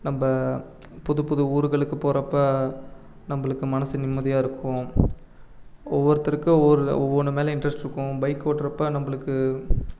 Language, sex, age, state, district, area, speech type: Tamil, male, 18-30, Tamil Nadu, Namakkal, urban, spontaneous